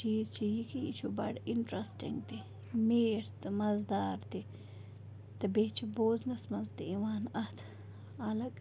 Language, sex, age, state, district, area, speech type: Kashmiri, female, 45-60, Jammu and Kashmir, Bandipora, rural, spontaneous